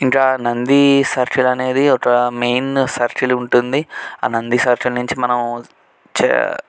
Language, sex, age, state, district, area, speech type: Telugu, male, 18-30, Telangana, Medchal, urban, spontaneous